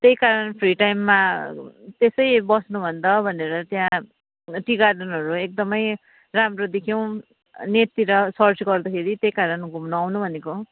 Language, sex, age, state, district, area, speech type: Nepali, female, 45-60, West Bengal, Darjeeling, rural, conversation